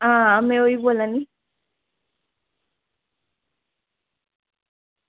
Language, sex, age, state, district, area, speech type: Dogri, female, 18-30, Jammu and Kashmir, Udhampur, rural, conversation